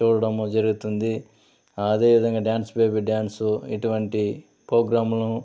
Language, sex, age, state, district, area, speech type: Telugu, male, 30-45, Andhra Pradesh, Sri Balaji, urban, spontaneous